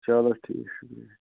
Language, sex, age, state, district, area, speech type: Kashmiri, male, 60+, Jammu and Kashmir, Shopian, rural, conversation